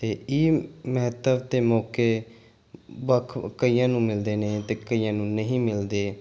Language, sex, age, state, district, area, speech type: Punjabi, male, 18-30, Punjab, Pathankot, urban, spontaneous